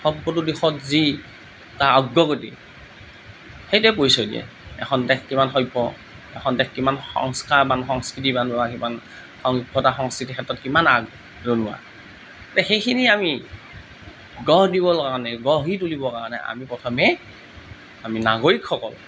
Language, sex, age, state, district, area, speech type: Assamese, male, 30-45, Assam, Morigaon, rural, spontaneous